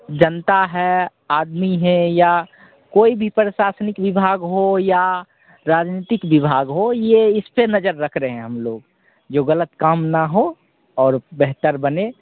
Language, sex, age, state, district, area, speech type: Hindi, male, 30-45, Bihar, Begusarai, rural, conversation